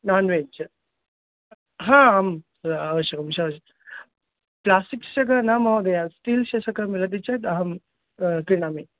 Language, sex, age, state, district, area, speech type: Sanskrit, male, 30-45, Karnataka, Vijayapura, urban, conversation